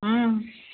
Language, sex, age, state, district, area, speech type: Odia, female, 60+, Odisha, Angul, rural, conversation